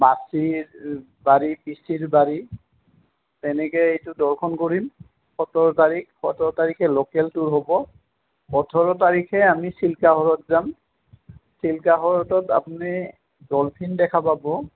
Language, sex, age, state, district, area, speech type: Assamese, male, 60+, Assam, Goalpara, urban, conversation